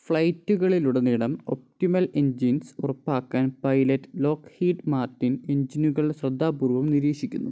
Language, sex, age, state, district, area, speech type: Malayalam, male, 18-30, Kerala, Wayanad, rural, read